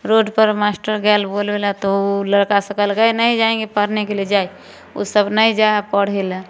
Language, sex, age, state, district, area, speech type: Maithili, female, 30-45, Bihar, Samastipur, rural, spontaneous